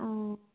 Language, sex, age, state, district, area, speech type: Manipuri, female, 18-30, Manipur, Kangpokpi, urban, conversation